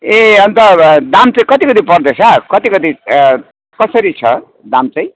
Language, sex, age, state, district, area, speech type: Nepali, male, 60+, West Bengal, Jalpaiguri, urban, conversation